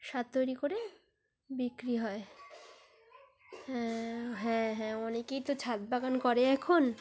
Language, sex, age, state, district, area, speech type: Bengali, female, 30-45, West Bengal, Dakshin Dinajpur, urban, spontaneous